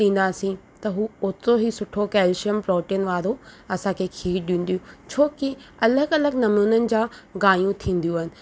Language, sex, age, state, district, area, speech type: Sindhi, female, 30-45, Rajasthan, Ajmer, urban, spontaneous